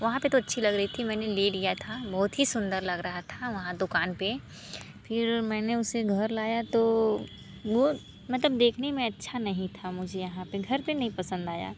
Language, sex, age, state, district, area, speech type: Hindi, female, 45-60, Uttar Pradesh, Mirzapur, urban, spontaneous